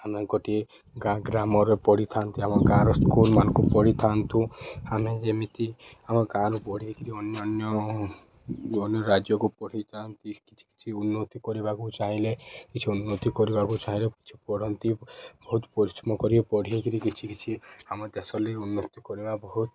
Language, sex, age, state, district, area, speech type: Odia, male, 18-30, Odisha, Subarnapur, urban, spontaneous